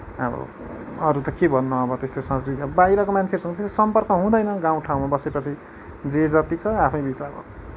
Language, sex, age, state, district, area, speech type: Nepali, male, 30-45, West Bengal, Kalimpong, rural, spontaneous